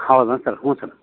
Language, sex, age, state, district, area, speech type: Kannada, male, 30-45, Karnataka, Dharwad, rural, conversation